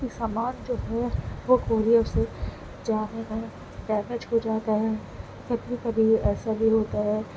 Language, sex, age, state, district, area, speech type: Urdu, female, 18-30, Delhi, Central Delhi, urban, spontaneous